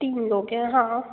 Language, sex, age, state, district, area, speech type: Hindi, female, 18-30, Madhya Pradesh, Betul, rural, conversation